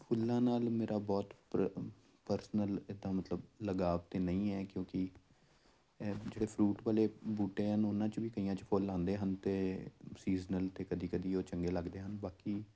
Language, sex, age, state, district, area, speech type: Punjabi, male, 30-45, Punjab, Amritsar, urban, spontaneous